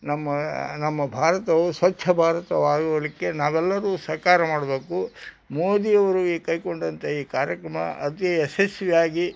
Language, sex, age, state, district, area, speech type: Kannada, male, 60+, Karnataka, Koppal, rural, spontaneous